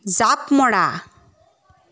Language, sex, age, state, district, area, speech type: Assamese, female, 30-45, Assam, Charaideo, urban, read